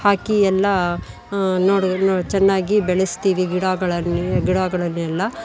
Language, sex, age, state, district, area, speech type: Kannada, female, 45-60, Karnataka, Bangalore Urban, rural, spontaneous